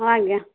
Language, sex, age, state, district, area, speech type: Odia, female, 45-60, Odisha, Angul, rural, conversation